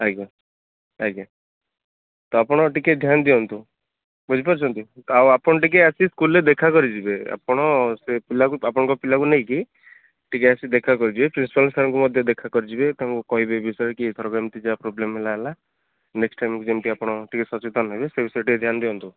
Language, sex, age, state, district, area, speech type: Odia, male, 18-30, Odisha, Kendrapara, urban, conversation